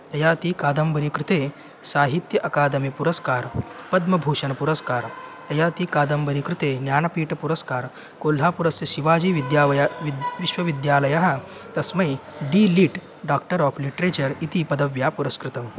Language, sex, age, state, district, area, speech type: Sanskrit, male, 18-30, Maharashtra, Solapur, rural, spontaneous